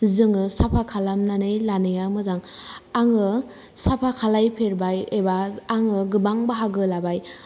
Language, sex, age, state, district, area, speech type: Bodo, female, 18-30, Assam, Kokrajhar, rural, spontaneous